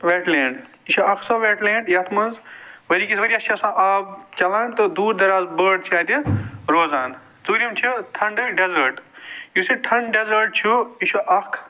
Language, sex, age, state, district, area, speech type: Kashmiri, male, 45-60, Jammu and Kashmir, Budgam, urban, spontaneous